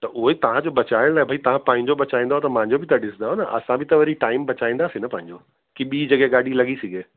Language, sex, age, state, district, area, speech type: Sindhi, female, 30-45, Uttar Pradesh, Lucknow, rural, conversation